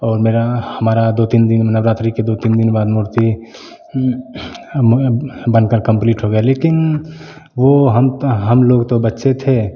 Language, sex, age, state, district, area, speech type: Hindi, male, 18-30, Bihar, Begusarai, rural, spontaneous